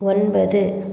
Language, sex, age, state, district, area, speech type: Tamil, female, 30-45, Tamil Nadu, Salem, rural, read